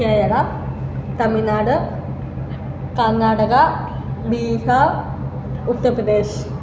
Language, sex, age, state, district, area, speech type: Malayalam, female, 18-30, Kerala, Ernakulam, rural, spontaneous